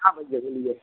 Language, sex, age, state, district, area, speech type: Hindi, male, 18-30, Uttar Pradesh, Mirzapur, rural, conversation